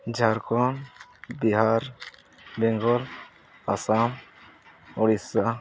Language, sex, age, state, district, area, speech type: Santali, male, 30-45, Jharkhand, East Singhbhum, rural, spontaneous